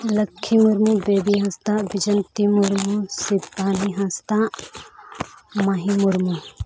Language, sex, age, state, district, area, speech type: Santali, female, 18-30, Jharkhand, Seraikela Kharsawan, rural, spontaneous